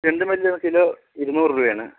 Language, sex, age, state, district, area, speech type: Malayalam, male, 30-45, Kerala, Palakkad, rural, conversation